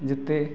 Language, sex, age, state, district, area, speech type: Odia, male, 30-45, Odisha, Nayagarh, rural, spontaneous